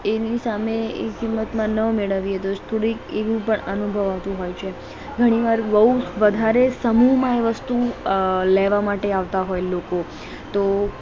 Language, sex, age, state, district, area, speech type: Gujarati, female, 30-45, Gujarat, Morbi, rural, spontaneous